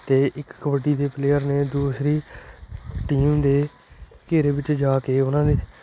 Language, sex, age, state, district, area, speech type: Punjabi, male, 18-30, Punjab, Shaheed Bhagat Singh Nagar, urban, spontaneous